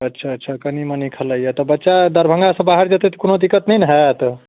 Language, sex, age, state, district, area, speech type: Maithili, male, 30-45, Bihar, Darbhanga, urban, conversation